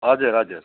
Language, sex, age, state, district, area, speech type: Nepali, male, 30-45, West Bengal, Darjeeling, rural, conversation